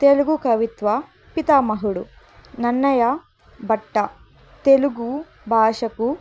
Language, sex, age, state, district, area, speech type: Telugu, female, 18-30, Andhra Pradesh, Annamaya, rural, spontaneous